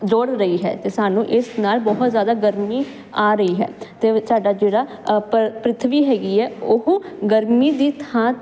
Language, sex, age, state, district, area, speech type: Punjabi, female, 18-30, Punjab, Jalandhar, urban, spontaneous